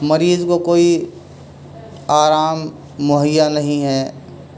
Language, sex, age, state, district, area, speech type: Urdu, male, 60+, Uttar Pradesh, Muzaffarnagar, urban, spontaneous